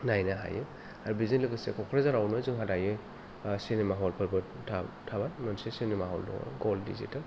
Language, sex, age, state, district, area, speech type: Bodo, male, 30-45, Assam, Kokrajhar, rural, spontaneous